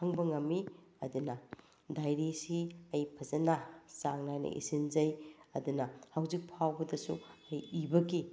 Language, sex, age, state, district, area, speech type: Manipuri, female, 45-60, Manipur, Bishnupur, urban, spontaneous